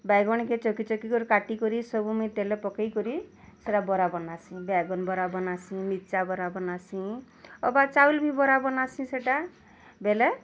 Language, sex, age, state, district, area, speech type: Odia, female, 30-45, Odisha, Bargarh, urban, spontaneous